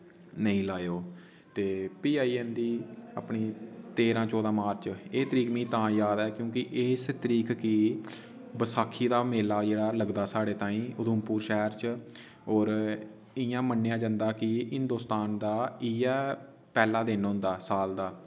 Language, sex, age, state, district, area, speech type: Dogri, male, 18-30, Jammu and Kashmir, Udhampur, rural, spontaneous